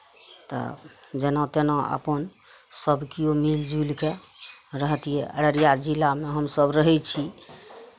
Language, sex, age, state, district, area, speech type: Maithili, female, 45-60, Bihar, Araria, rural, spontaneous